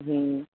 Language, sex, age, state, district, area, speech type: Urdu, male, 18-30, Delhi, East Delhi, urban, conversation